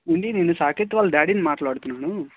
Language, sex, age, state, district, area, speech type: Telugu, male, 30-45, Andhra Pradesh, Vizianagaram, rural, conversation